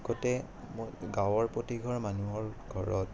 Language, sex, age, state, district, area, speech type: Assamese, male, 18-30, Assam, Morigaon, rural, spontaneous